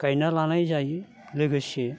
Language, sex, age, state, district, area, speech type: Bodo, male, 60+, Assam, Baksa, urban, spontaneous